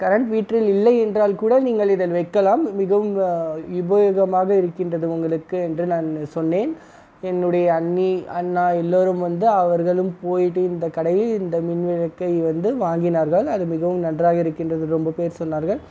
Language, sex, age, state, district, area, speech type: Tamil, male, 30-45, Tamil Nadu, Krishnagiri, rural, spontaneous